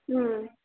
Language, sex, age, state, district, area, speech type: Kannada, female, 18-30, Karnataka, Chitradurga, rural, conversation